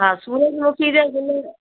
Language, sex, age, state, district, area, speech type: Sindhi, female, 45-60, Gujarat, Kutch, urban, conversation